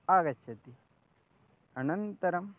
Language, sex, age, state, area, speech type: Sanskrit, male, 18-30, Maharashtra, rural, spontaneous